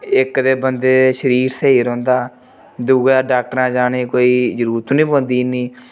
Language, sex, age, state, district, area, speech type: Dogri, male, 30-45, Jammu and Kashmir, Reasi, rural, spontaneous